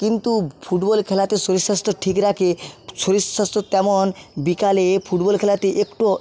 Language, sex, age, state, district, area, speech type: Bengali, male, 18-30, West Bengal, Jhargram, rural, spontaneous